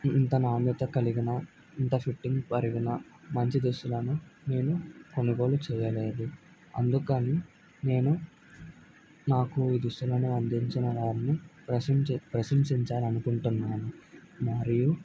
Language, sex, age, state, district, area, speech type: Telugu, male, 18-30, Andhra Pradesh, Kadapa, rural, spontaneous